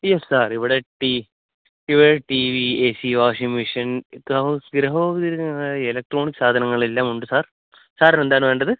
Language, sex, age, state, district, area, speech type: Malayalam, male, 18-30, Kerala, Wayanad, rural, conversation